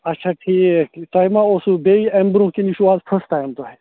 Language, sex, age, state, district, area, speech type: Kashmiri, male, 30-45, Jammu and Kashmir, Ganderbal, rural, conversation